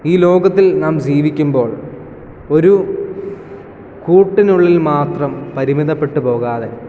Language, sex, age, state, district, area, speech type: Malayalam, male, 18-30, Kerala, Kottayam, rural, spontaneous